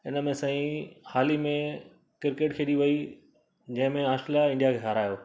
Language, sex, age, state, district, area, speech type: Sindhi, male, 45-60, Gujarat, Surat, urban, spontaneous